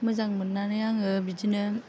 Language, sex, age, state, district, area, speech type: Bodo, female, 30-45, Assam, Chirang, urban, spontaneous